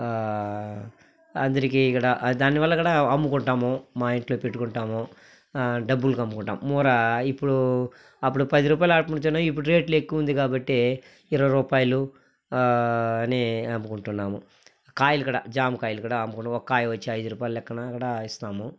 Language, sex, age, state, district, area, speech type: Telugu, male, 45-60, Andhra Pradesh, Sri Balaji, urban, spontaneous